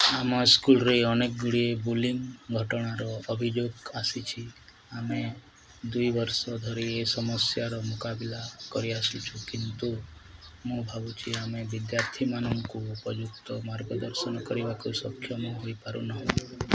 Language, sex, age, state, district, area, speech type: Odia, male, 30-45, Odisha, Nuapada, urban, read